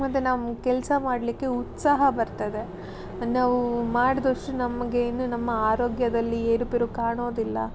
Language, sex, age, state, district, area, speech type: Kannada, female, 18-30, Karnataka, Tumkur, urban, spontaneous